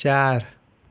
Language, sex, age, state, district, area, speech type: Hindi, male, 18-30, Uttar Pradesh, Ghazipur, rural, read